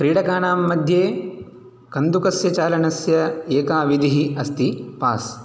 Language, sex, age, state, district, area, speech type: Sanskrit, male, 18-30, Tamil Nadu, Chennai, urban, read